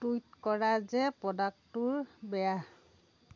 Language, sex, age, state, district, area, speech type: Assamese, female, 60+, Assam, Dhemaji, rural, read